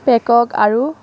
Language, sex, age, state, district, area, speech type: Assamese, female, 18-30, Assam, Kamrup Metropolitan, rural, spontaneous